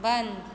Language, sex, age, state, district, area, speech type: Maithili, female, 45-60, Bihar, Supaul, urban, read